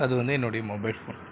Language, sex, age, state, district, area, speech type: Tamil, male, 60+, Tamil Nadu, Mayiladuthurai, rural, spontaneous